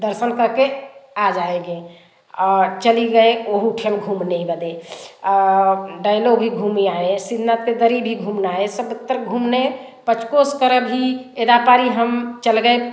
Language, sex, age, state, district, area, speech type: Hindi, female, 60+, Uttar Pradesh, Varanasi, rural, spontaneous